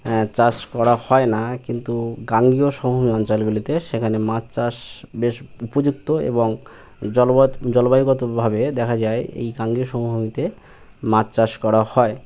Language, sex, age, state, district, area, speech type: Bengali, male, 18-30, West Bengal, Birbhum, urban, spontaneous